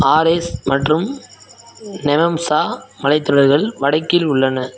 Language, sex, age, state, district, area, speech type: Tamil, male, 18-30, Tamil Nadu, Madurai, rural, read